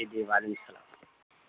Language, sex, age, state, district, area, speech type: Urdu, male, 60+, Bihar, Madhubani, urban, conversation